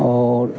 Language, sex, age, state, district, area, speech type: Hindi, male, 60+, Bihar, Madhepura, rural, spontaneous